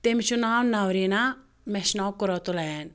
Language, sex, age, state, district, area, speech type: Kashmiri, female, 30-45, Jammu and Kashmir, Anantnag, rural, spontaneous